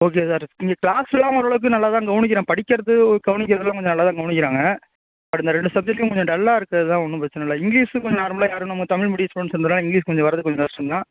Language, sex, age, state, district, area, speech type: Tamil, male, 30-45, Tamil Nadu, Ariyalur, rural, conversation